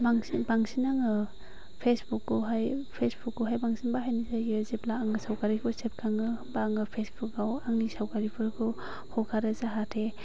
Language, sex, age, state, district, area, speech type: Bodo, female, 45-60, Assam, Chirang, urban, spontaneous